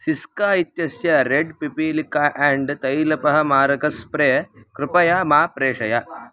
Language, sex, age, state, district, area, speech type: Sanskrit, male, 18-30, Karnataka, Davanagere, rural, read